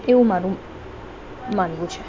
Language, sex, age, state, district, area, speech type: Gujarati, female, 30-45, Gujarat, Morbi, rural, spontaneous